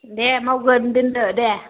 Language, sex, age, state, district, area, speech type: Bodo, female, 30-45, Assam, Udalguri, rural, conversation